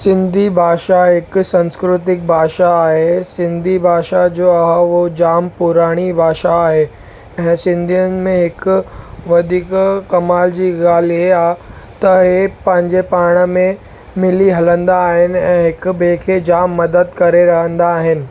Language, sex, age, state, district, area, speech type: Sindhi, male, 18-30, Maharashtra, Mumbai Suburban, urban, spontaneous